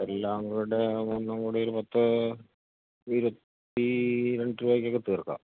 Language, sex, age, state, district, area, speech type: Malayalam, male, 45-60, Kerala, Idukki, rural, conversation